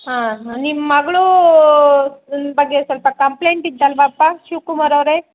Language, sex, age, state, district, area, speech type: Kannada, female, 60+, Karnataka, Kolar, rural, conversation